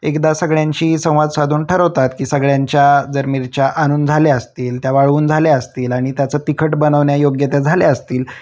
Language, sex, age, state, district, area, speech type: Marathi, male, 30-45, Maharashtra, Osmanabad, rural, spontaneous